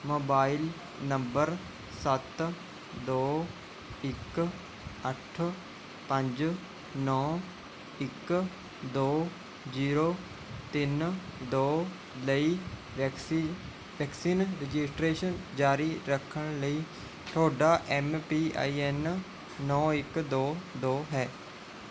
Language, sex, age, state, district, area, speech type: Punjabi, male, 18-30, Punjab, Mohali, rural, read